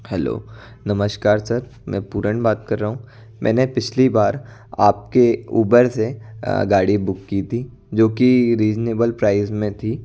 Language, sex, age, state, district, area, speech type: Hindi, male, 60+, Madhya Pradesh, Bhopal, urban, spontaneous